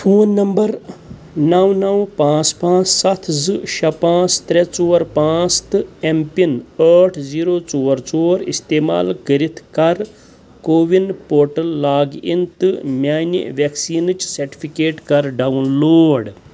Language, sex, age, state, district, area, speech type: Kashmiri, male, 30-45, Jammu and Kashmir, Pulwama, urban, read